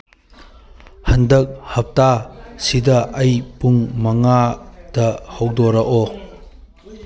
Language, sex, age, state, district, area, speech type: Manipuri, male, 30-45, Manipur, Kangpokpi, urban, read